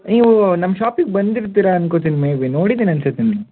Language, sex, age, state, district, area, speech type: Kannada, male, 18-30, Karnataka, Shimoga, urban, conversation